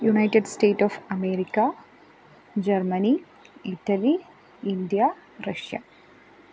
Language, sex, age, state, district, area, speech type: Malayalam, female, 18-30, Kerala, Kollam, rural, spontaneous